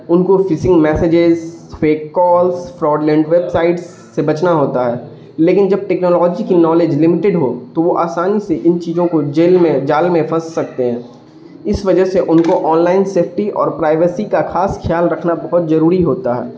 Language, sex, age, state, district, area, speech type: Urdu, male, 18-30, Bihar, Darbhanga, rural, spontaneous